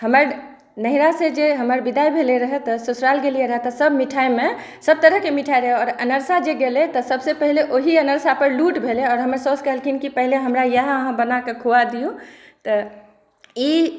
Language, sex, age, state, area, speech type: Maithili, female, 45-60, Bihar, urban, spontaneous